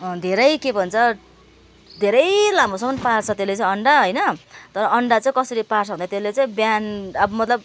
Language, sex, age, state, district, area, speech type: Nepali, female, 30-45, West Bengal, Jalpaiguri, urban, spontaneous